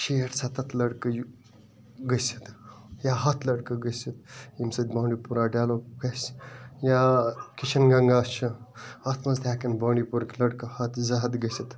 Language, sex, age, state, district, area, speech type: Kashmiri, male, 18-30, Jammu and Kashmir, Bandipora, rural, spontaneous